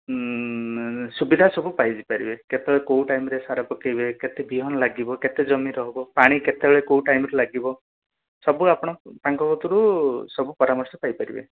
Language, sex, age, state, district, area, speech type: Odia, male, 30-45, Odisha, Dhenkanal, rural, conversation